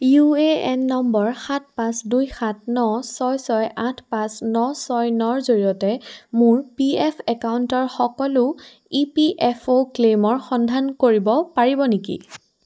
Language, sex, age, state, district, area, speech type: Assamese, female, 18-30, Assam, Jorhat, urban, read